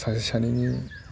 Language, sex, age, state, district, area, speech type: Bodo, male, 18-30, Assam, Udalguri, rural, spontaneous